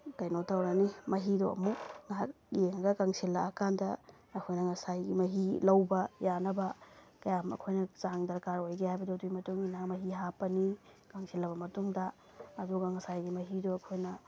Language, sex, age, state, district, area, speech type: Manipuri, female, 30-45, Manipur, Tengnoupal, rural, spontaneous